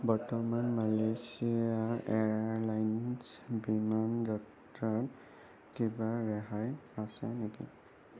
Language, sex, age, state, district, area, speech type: Assamese, male, 18-30, Assam, Sonitpur, urban, read